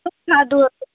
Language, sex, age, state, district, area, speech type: Gujarati, female, 18-30, Gujarat, Kutch, rural, conversation